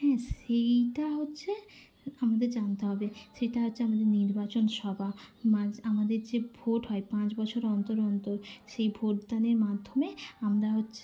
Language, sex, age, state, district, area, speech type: Bengali, female, 18-30, West Bengal, Bankura, urban, spontaneous